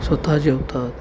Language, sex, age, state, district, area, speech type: Marathi, male, 18-30, Maharashtra, Kolhapur, urban, spontaneous